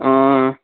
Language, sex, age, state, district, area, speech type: Assamese, male, 18-30, Assam, Golaghat, rural, conversation